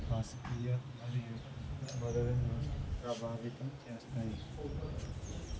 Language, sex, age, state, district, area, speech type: Telugu, male, 18-30, Andhra Pradesh, Anakapalli, rural, spontaneous